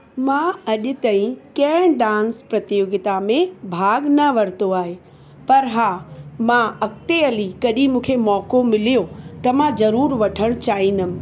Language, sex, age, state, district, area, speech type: Sindhi, female, 45-60, Uttar Pradesh, Lucknow, urban, spontaneous